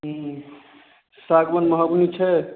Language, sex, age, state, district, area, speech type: Maithili, male, 30-45, Bihar, Madhubani, rural, conversation